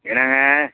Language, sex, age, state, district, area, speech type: Tamil, male, 60+, Tamil Nadu, Perambalur, rural, conversation